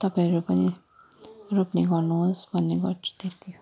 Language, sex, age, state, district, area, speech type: Nepali, female, 30-45, West Bengal, Darjeeling, rural, spontaneous